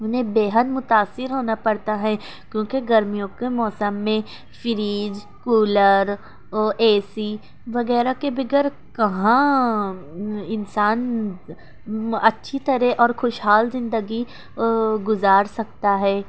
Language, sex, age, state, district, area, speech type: Urdu, female, 18-30, Maharashtra, Nashik, urban, spontaneous